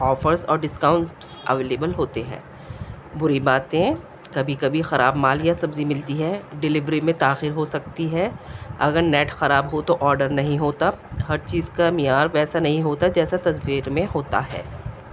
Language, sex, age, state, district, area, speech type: Urdu, female, 45-60, Delhi, South Delhi, urban, spontaneous